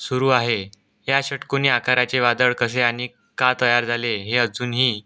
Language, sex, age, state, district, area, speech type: Marathi, male, 18-30, Maharashtra, Aurangabad, rural, spontaneous